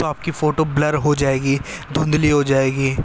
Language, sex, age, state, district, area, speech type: Urdu, male, 18-30, Delhi, East Delhi, urban, spontaneous